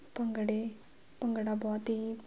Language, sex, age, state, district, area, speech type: Punjabi, female, 18-30, Punjab, Muktsar, rural, spontaneous